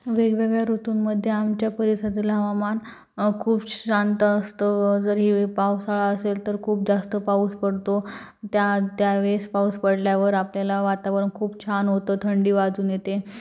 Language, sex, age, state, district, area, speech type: Marathi, female, 18-30, Maharashtra, Jalna, urban, spontaneous